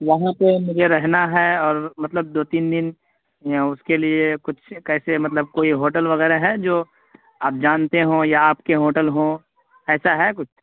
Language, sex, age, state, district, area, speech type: Urdu, male, 18-30, Bihar, Purnia, rural, conversation